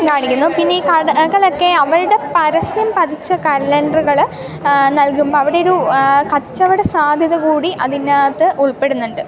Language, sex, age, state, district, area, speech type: Malayalam, female, 18-30, Kerala, Idukki, rural, spontaneous